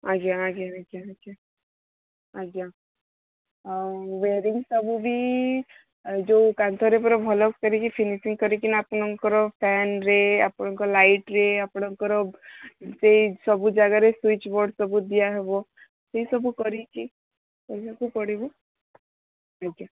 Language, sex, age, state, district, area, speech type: Odia, female, 45-60, Odisha, Sundergarh, rural, conversation